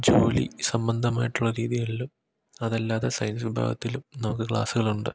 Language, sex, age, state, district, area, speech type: Malayalam, male, 18-30, Kerala, Idukki, rural, spontaneous